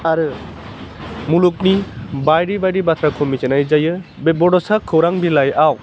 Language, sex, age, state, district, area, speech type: Bodo, male, 18-30, Assam, Baksa, rural, spontaneous